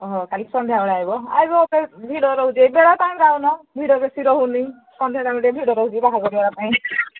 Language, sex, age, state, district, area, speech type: Odia, female, 60+, Odisha, Angul, rural, conversation